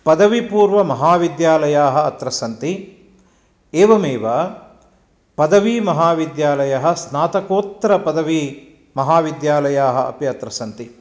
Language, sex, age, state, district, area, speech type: Sanskrit, male, 45-60, Karnataka, Uttara Kannada, rural, spontaneous